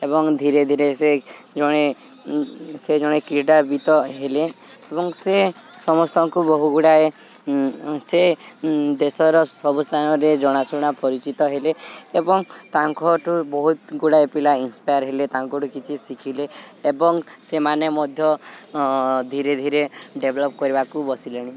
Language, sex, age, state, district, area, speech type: Odia, male, 18-30, Odisha, Subarnapur, urban, spontaneous